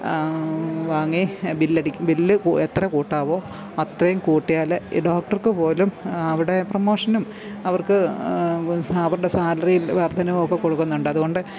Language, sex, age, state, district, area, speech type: Malayalam, female, 60+, Kerala, Pathanamthitta, rural, spontaneous